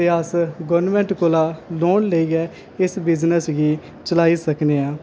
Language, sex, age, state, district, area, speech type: Dogri, male, 18-30, Jammu and Kashmir, Kathua, rural, spontaneous